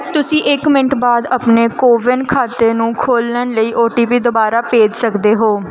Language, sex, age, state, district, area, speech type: Punjabi, female, 18-30, Punjab, Gurdaspur, urban, read